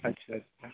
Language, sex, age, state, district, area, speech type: Santali, male, 18-30, West Bengal, Birbhum, rural, conversation